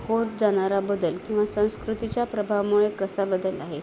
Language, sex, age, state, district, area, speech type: Marathi, female, 30-45, Maharashtra, Nanded, urban, spontaneous